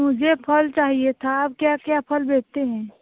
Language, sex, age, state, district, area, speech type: Hindi, female, 18-30, Uttar Pradesh, Jaunpur, rural, conversation